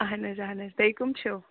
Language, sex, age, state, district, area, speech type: Kashmiri, female, 18-30, Jammu and Kashmir, Kulgam, rural, conversation